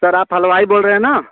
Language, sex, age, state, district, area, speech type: Hindi, male, 30-45, Uttar Pradesh, Prayagraj, rural, conversation